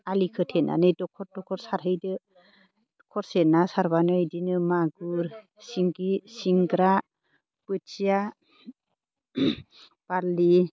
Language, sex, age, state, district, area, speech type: Bodo, female, 30-45, Assam, Baksa, rural, spontaneous